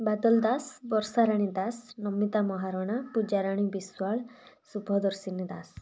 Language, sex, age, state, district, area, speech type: Odia, female, 18-30, Odisha, Kalahandi, rural, spontaneous